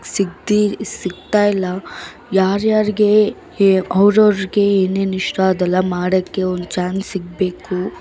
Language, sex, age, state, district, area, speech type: Kannada, female, 18-30, Karnataka, Bangalore Urban, urban, spontaneous